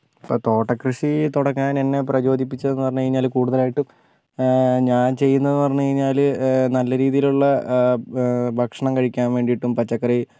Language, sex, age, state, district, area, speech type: Malayalam, male, 18-30, Kerala, Kozhikode, rural, spontaneous